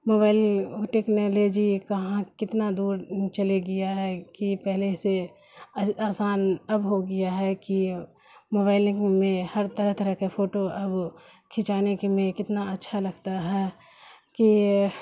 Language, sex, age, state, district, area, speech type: Urdu, female, 60+, Bihar, Khagaria, rural, spontaneous